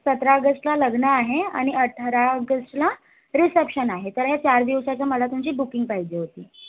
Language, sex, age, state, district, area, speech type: Marathi, female, 18-30, Maharashtra, Nagpur, urban, conversation